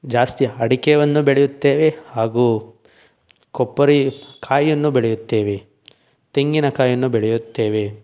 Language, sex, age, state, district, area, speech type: Kannada, male, 18-30, Karnataka, Tumkur, urban, spontaneous